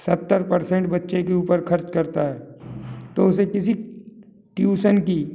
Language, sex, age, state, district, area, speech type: Hindi, male, 60+, Madhya Pradesh, Gwalior, rural, spontaneous